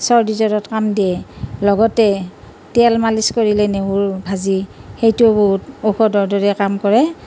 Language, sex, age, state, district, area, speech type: Assamese, female, 45-60, Assam, Nalbari, rural, spontaneous